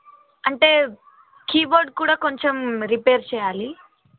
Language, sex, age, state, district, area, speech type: Telugu, female, 18-30, Telangana, Yadadri Bhuvanagiri, urban, conversation